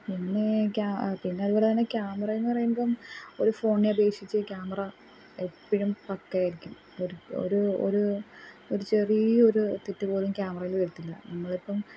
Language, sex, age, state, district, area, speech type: Malayalam, female, 18-30, Kerala, Kollam, rural, spontaneous